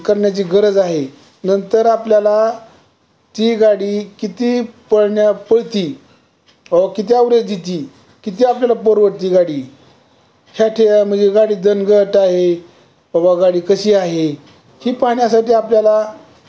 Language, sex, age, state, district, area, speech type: Marathi, male, 60+, Maharashtra, Osmanabad, rural, spontaneous